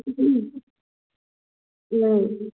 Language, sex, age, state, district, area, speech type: Manipuri, female, 18-30, Manipur, Kakching, urban, conversation